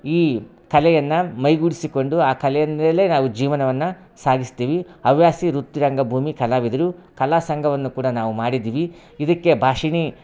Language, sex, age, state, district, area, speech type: Kannada, male, 30-45, Karnataka, Vijayapura, rural, spontaneous